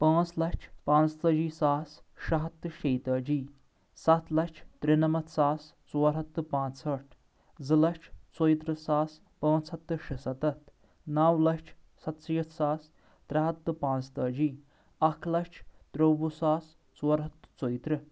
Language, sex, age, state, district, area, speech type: Kashmiri, male, 18-30, Jammu and Kashmir, Anantnag, rural, spontaneous